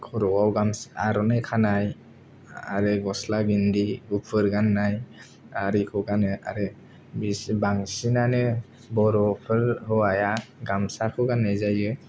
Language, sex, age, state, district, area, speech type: Bodo, male, 18-30, Assam, Kokrajhar, rural, spontaneous